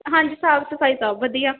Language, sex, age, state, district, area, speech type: Punjabi, female, 18-30, Punjab, Hoshiarpur, rural, conversation